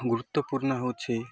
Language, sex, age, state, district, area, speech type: Odia, male, 18-30, Odisha, Malkangiri, rural, spontaneous